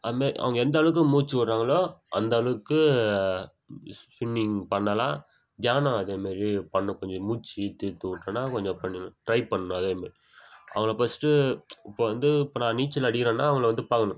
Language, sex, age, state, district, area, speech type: Tamil, male, 18-30, Tamil Nadu, Viluppuram, rural, spontaneous